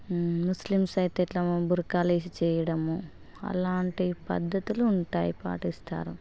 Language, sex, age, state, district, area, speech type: Telugu, female, 30-45, Telangana, Hanamkonda, rural, spontaneous